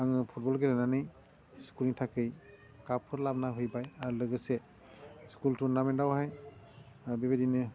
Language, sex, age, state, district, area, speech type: Bodo, male, 45-60, Assam, Udalguri, urban, spontaneous